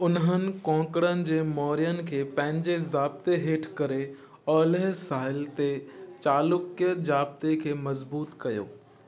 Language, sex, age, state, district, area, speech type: Sindhi, male, 18-30, Gujarat, Kutch, urban, read